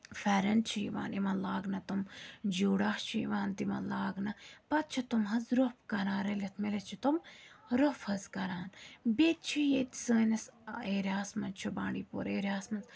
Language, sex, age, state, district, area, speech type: Kashmiri, female, 18-30, Jammu and Kashmir, Bandipora, rural, spontaneous